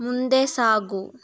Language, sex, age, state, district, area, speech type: Kannada, female, 30-45, Karnataka, Tumkur, rural, read